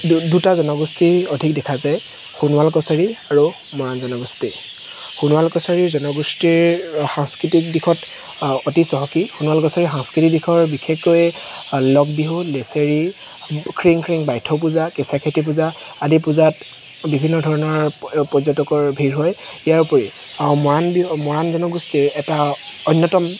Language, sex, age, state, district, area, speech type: Assamese, male, 18-30, Assam, Tinsukia, urban, spontaneous